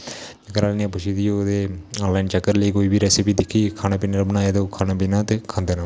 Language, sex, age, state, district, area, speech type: Dogri, male, 18-30, Jammu and Kashmir, Kathua, rural, spontaneous